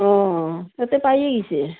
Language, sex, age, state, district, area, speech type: Assamese, female, 60+, Assam, Goalpara, urban, conversation